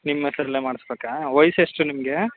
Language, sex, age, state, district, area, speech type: Kannada, male, 30-45, Karnataka, Chamarajanagar, rural, conversation